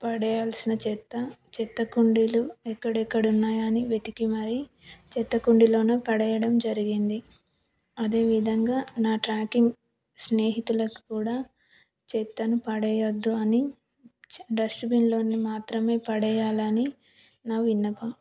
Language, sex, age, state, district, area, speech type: Telugu, female, 18-30, Telangana, Karimnagar, rural, spontaneous